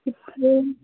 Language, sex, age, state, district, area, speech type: Telugu, female, 18-30, Telangana, Medak, urban, conversation